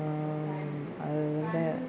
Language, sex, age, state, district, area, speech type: Malayalam, female, 60+, Kerala, Kollam, rural, spontaneous